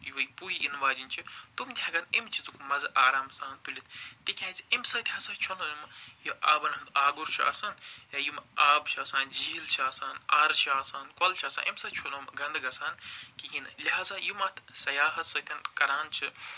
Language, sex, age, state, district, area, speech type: Kashmiri, male, 45-60, Jammu and Kashmir, Budgam, urban, spontaneous